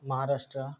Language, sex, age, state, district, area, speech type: Marathi, male, 30-45, Maharashtra, Gadchiroli, rural, spontaneous